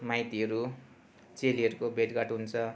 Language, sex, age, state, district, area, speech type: Nepali, male, 45-60, West Bengal, Darjeeling, urban, spontaneous